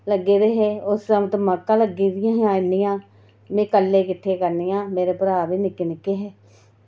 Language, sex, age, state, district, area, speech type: Dogri, female, 30-45, Jammu and Kashmir, Reasi, rural, spontaneous